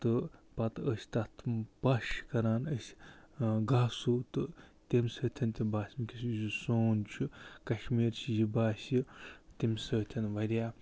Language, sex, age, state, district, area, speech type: Kashmiri, male, 45-60, Jammu and Kashmir, Budgam, rural, spontaneous